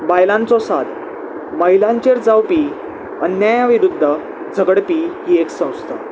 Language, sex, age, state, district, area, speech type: Goan Konkani, male, 18-30, Goa, Salcete, urban, spontaneous